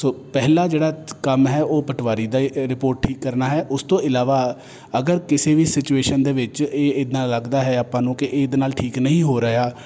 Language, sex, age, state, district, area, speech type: Punjabi, male, 30-45, Punjab, Jalandhar, urban, spontaneous